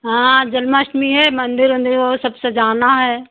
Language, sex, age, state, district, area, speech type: Hindi, female, 60+, Uttar Pradesh, Hardoi, rural, conversation